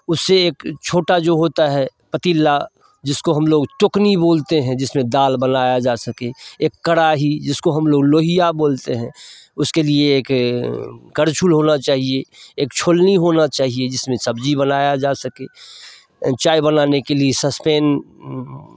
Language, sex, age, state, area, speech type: Hindi, male, 60+, Bihar, urban, spontaneous